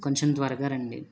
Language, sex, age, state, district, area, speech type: Telugu, male, 45-60, Andhra Pradesh, West Godavari, rural, spontaneous